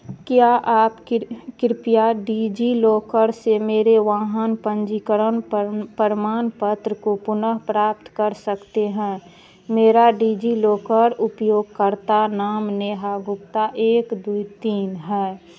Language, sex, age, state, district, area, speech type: Hindi, female, 60+, Bihar, Madhepura, urban, read